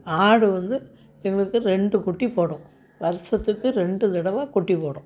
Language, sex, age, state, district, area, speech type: Tamil, female, 60+, Tamil Nadu, Thoothukudi, rural, spontaneous